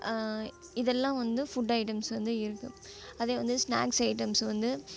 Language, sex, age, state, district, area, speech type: Tamil, female, 18-30, Tamil Nadu, Kallakurichi, rural, spontaneous